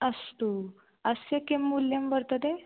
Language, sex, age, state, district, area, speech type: Sanskrit, female, 18-30, Rajasthan, Jaipur, urban, conversation